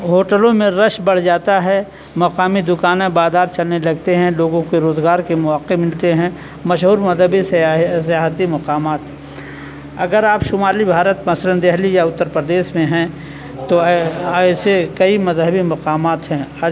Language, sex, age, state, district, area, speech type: Urdu, male, 60+, Uttar Pradesh, Azamgarh, rural, spontaneous